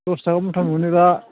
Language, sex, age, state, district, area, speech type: Bodo, male, 45-60, Assam, Chirang, rural, conversation